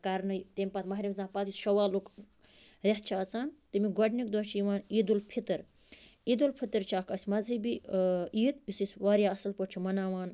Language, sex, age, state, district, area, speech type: Kashmiri, female, 30-45, Jammu and Kashmir, Baramulla, rural, spontaneous